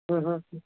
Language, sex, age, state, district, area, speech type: Urdu, male, 18-30, Delhi, Central Delhi, urban, conversation